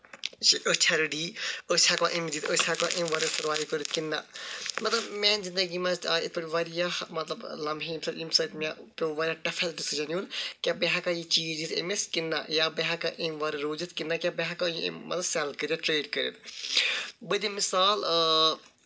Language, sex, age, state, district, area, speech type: Kashmiri, male, 45-60, Jammu and Kashmir, Budgam, urban, spontaneous